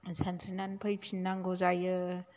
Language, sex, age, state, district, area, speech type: Bodo, female, 45-60, Assam, Chirang, rural, spontaneous